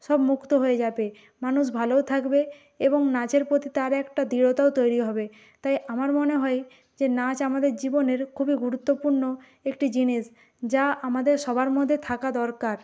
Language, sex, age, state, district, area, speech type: Bengali, female, 30-45, West Bengal, Purba Medinipur, rural, spontaneous